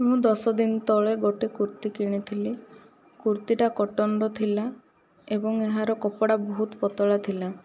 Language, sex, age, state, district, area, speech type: Odia, female, 18-30, Odisha, Kandhamal, rural, spontaneous